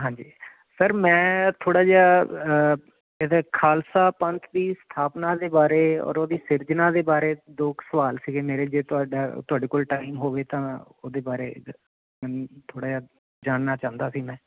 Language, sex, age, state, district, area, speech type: Punjabi, male, 45-60, Punjab, Jalandhar, urban, conversation